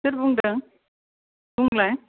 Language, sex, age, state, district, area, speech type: Bodo, female, 45-60, Assam, Kokrajhar, rural, conversation